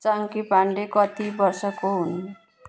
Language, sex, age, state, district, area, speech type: Nepali, female, 30-45, West Bengal, Jalpaiguri, rural, read